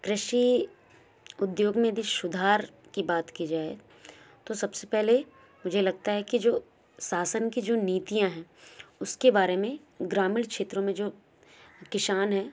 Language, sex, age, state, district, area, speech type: Hindi, female, 30-45, Madhya Pradesh, Balaghat, rural, spontaneous